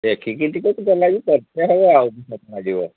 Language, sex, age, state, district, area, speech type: Odia, male, 45-60, Odisha, Mayurbhanj, rural, conversation